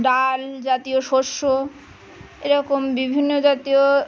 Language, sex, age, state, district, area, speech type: Bengali, female, 30-45, West Bengal, Birbhum, urban, spontaneous